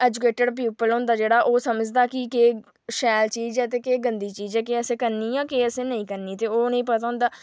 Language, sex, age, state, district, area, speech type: Dogri, female, 18-30, Jammu and Kashmir, Jammu, rural, spontaneous